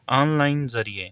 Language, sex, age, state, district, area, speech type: Urdu, male, 30-45, Delhi, New Delhi, urban, spontaneous